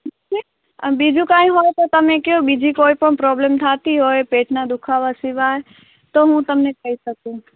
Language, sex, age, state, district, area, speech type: Gujarati, female, 18-30, Gujarat, Kutch, rural, conversation